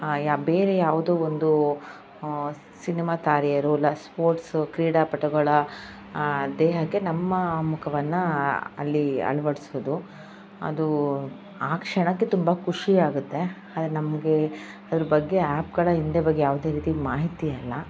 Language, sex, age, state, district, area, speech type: Kannada, female, 30-45, Karnataka, Chamarajanagar, rural, spontaneous